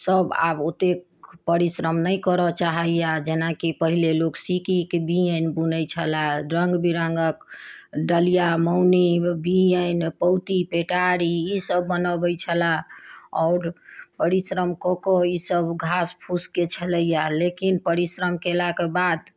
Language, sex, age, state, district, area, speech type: Maithili, female, 60+, Bihar, Sitamarhi, rural, spontaneous